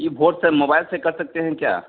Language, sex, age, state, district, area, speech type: Hindi, male, 45-60, Bihar, Begusarai, rural, conversation